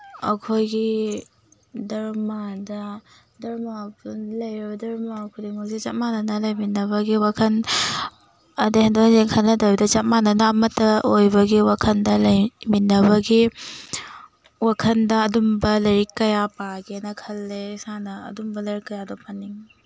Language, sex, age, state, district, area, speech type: Manipuri, female, 18-30, Manipur, Tengnoupal, rural, spontaneous